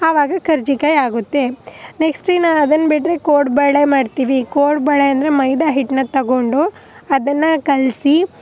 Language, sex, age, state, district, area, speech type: Kannada, female, 18-30, Karnataka, Chamarajanagar, rural, spontaneous